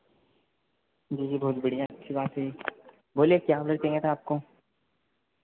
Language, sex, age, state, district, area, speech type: Hindi, male, 30-45, Madhya Pradesh, Harda, urban, conversation